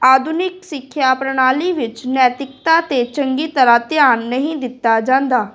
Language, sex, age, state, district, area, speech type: Punjabi, female, 18-30, Punjab, Patiala, urban, spontaneous